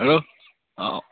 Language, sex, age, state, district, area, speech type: Assamese, male, 45-60, Assam, Sivasagar, rural, conversation